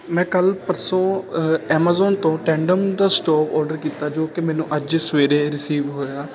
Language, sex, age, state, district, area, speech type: Punjabi, male, 18-30, Punjab, Ludhiana, urban, spontaneous